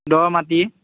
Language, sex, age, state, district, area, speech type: Assamese, male, 18-30, Assam, Morigaon, rural, conversation